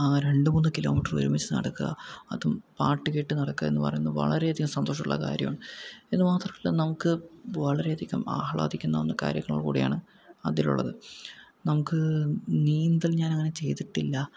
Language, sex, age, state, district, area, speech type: Malayalam, male, 18-30, Kerala, Palakkad, rural, spontaneous